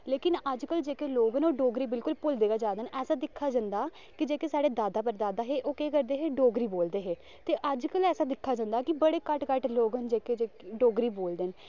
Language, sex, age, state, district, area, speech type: Dogri, male, 18-30, Jammu and Kashmir, Reasi, rural, spontaneous